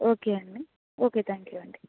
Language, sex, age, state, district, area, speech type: Telugu, female, 18-30, Andhra Pradesh, Annamaya, rural, conversation